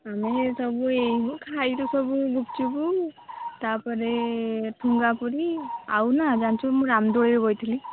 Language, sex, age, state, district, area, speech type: Odia, female, 18-30, Odisha, Jagatsinghpur, rural, conversation